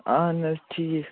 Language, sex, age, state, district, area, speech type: Kashmiri, male, 18-30, Jammu and Kashmir, Kupwara, rural, conversation